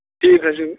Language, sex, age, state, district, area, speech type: Kashmiri, male, 30-45, Jammu and Kashmir, Bandipora, rural, conversation